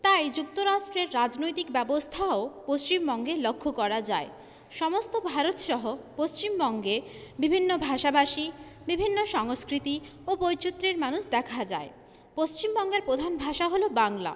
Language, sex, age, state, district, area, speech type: Bengali, female, 30-45, West Bengal, Paschim Bardhaman, urban, spontaneous